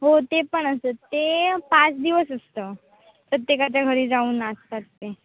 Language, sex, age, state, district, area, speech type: Marathi, female, 18-30, Maharashtra, Sindhudurg, rural, conversation